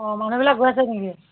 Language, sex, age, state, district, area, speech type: Assamese, female, 30-45, Assam, Nagaon, rural, conversation